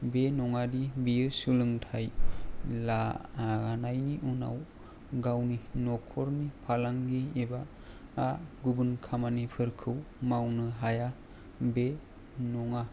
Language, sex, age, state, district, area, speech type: Bodo, male, 18-30, Assam, Kokrajhar, rural, spontaneous